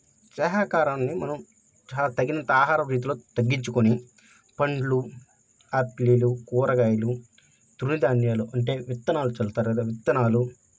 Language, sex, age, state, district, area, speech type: Telugu, male, 18-30, Andhra Pradesh, Nellore, rural, spontaneous